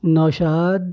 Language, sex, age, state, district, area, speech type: Urdu, male, 18-30, Uttar Pradesh, Shahjahanpur, urban, spontaneous